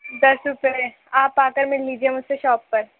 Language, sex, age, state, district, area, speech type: Urdu, female, 18-30, Uttar Pradesh, Gautam Buddha Nagar, rural, conversation